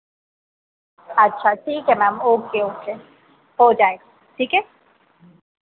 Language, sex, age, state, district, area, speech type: Hindi, female, 18-30, Madhya Pradesh, Harda, urban, conversation